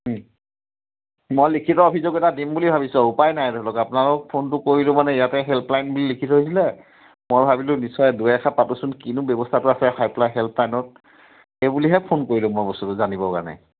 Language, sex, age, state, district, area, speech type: Assamese, male, 30-45, Assam, Charaideo, urban, conversation